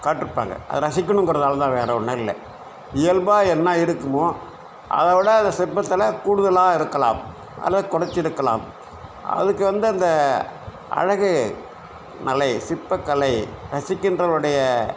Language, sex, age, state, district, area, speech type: Tamil, male, 60+, Tamil Nadu, Cuddalore, rural, spontaneous